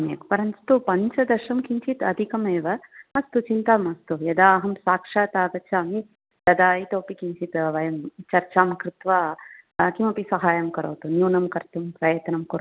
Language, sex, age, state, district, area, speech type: Sanskrit, female, 45-60, Tamil Nadu, Thanjavur, urban, conversation